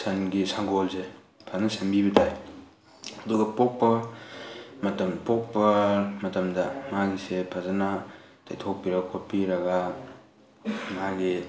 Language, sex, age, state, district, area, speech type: Manipuri, male, 18-30, Manipur, Tengnoupal, rural, spontaneous